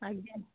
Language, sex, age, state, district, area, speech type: Odia, female, 60+, Odisha, Jharsuguda, rural, conversation